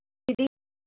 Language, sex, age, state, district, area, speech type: Sindhi, female, 18-30, Gujarat, Surat, urban, conversation